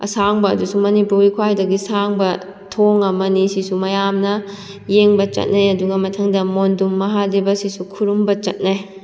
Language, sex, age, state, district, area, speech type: Manipuri, female, 18-30, Manipur, Kakching, rural, spontaneous